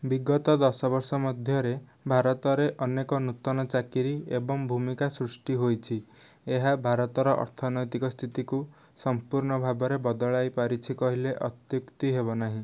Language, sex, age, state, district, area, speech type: Odia, male, 18-30, Odisha, Nayagarh, rural, spontaneous